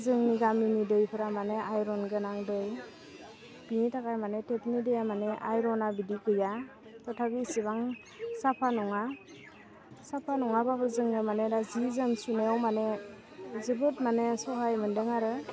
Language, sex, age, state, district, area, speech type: Bodo, female, 30-45, Assam, Udalguri, urban, spontaneous